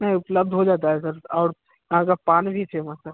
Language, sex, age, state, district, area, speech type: Hindi, male, 18-30, Bihar, Vaishali, rural, conversation